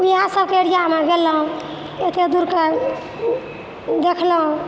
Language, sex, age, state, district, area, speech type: Maithili, female, 60+, Bihar, Purnia, urban, spontaneous